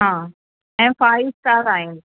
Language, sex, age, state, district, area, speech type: Sindhi, female, 45-60, Delhi, South Delhi, urban, conversation